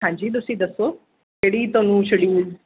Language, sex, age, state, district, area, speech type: Punjabi, female, 30-45, Punjab, Mansa, urban, conversation